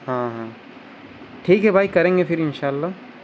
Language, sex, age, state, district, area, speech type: Urdu, male, 30-45, Bihar, Gaya, urban, spontaneous